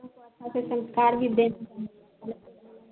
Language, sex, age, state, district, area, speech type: Hindi, female, 45-60, Bihar, Madhepura, rural, conversation